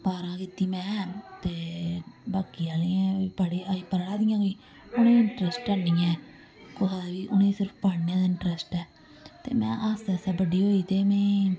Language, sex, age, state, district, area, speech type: Dogri, female, 30-45, Jammu and Kashmir, Samba, rural, spontaneous